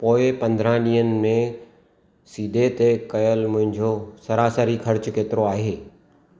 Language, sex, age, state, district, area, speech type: Sindhi, male, 45-60, Maharashtra, Thane, urban, read